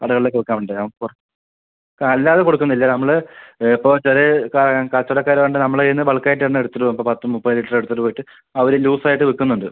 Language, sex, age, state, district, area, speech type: Malayalam, male, 18-30, Kerala, Palakkad, rural, conversation